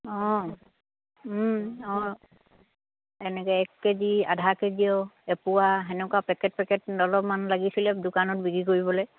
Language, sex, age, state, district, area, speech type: Assamese, female, 60+, Assam, Dibrugarh, rural, conversation